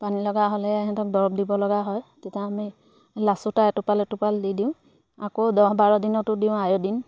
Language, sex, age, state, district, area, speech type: Assamese, female, 30-45, Assam, Charaideo, rural, spontaneous